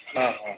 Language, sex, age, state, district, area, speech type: Odia, male, 45-60, Odisha, Nuapada, urban, conversation